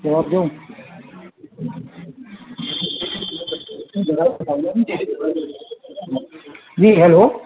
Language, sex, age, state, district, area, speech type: Urdu, male, 60+, Uttar Pradesh, Rampur, urban, conversation